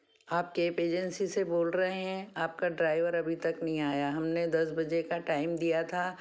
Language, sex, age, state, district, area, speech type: Hindi, female, 60+, Madhya Pradesh, Ujjain, urban, spontaneous